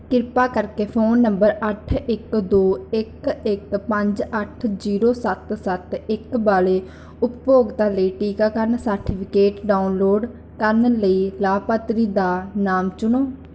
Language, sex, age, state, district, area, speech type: Punjabi, female, 18-30, Punjab, Barnala, urban, read